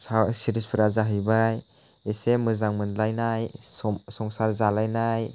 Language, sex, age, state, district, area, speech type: Bodo, male, 30-45, Assam, Chirang, rural, spontaneous